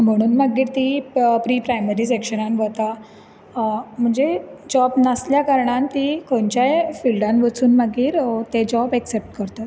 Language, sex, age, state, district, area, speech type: Goan Konkani, female, 18-30, Goa, Bardez, urban, spontaneous